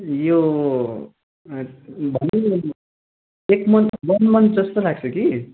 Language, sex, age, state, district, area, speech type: Nepali, male, 18-30, West Bengal, Kalimpong, rural, conversation